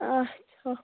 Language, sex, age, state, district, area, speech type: Kashmiri, female, 18-30, Jammu and Kashmir, Shopian, rural, conversation